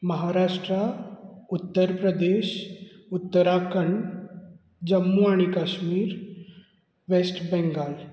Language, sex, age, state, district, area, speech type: Goan Konkani, male, 30-45, Goa, Bardez, urban, spontaneous